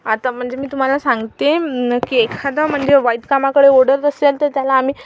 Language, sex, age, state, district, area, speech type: Marathi, female, 18-30, Maharashtra, Amravati, urban, spontaneous